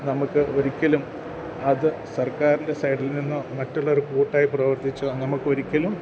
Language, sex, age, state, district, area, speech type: Malayalam, male, 45-60, Kerala, Kottayam, urban, spontaneous